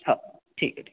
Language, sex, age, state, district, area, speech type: Marathi, male, 30-45, Maharashtra, Akola, urban, conversation